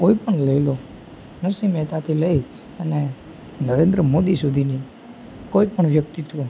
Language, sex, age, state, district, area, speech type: Gujarati, male, 18-30, Gujarat, Junagadh, urban, spontaneous